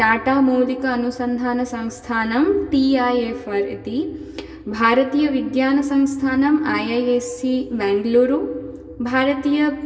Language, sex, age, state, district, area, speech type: Sanskrit, female, 18-30, West Bengal, Dakshin Dinajpur, urban, spontaneous